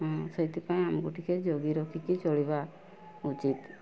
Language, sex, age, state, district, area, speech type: Odia, female, 45-60, Odisha, Mayurbhanj, rural, spontaneous